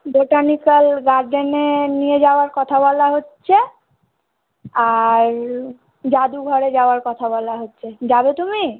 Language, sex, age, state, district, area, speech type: Bengali, female, 18-30, West Bengal, Malda, urban, conversation